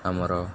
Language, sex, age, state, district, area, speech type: Odia, male, 18-30, Odisha, Sundergarh, urban, spontaneous